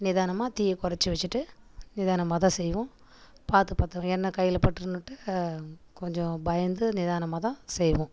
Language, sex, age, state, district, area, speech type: Tamil, female, 30-45, Tamil Nadu, Kallakurichi, rural, spontaneous